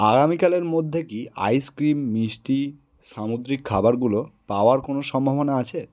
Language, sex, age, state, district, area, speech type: Bengali, male, 18-30, West Bengal, Howrah, urban, read